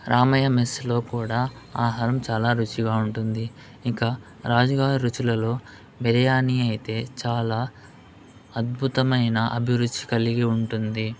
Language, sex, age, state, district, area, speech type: Telugu, male, 18-30, Andhra Pradesh, Chittoor, urban, spontaneous